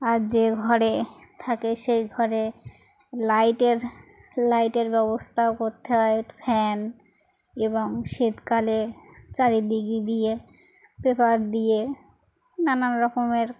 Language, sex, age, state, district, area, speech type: Bengali, female, 18-30, West Bengal, Birbhum, urban, spontaneous